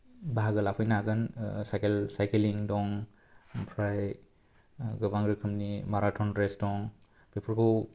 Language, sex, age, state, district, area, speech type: Bodo, male, 30-45, Assam, Kokrajhar, urban, spontaneous